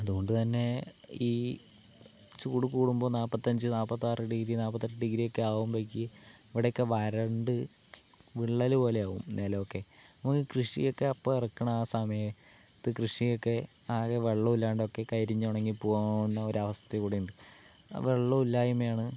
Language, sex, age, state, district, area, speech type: Malayalam, male, 30-45, Kerala, Palakkad, rural, spontaneous